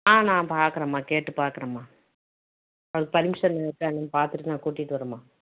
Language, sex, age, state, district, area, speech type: Tamil, female, 30-45, Tamil Nadu, Salem, rural, conversation